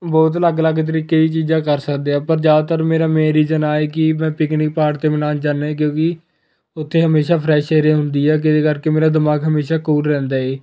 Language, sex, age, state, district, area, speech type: Punjabi, male, 18-30, Punjab, Fatehgarh Sahib, rural, spontaneous